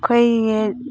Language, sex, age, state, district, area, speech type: Manipuri, female, 18-30, Manipur, Thoubal, rural, spontaneous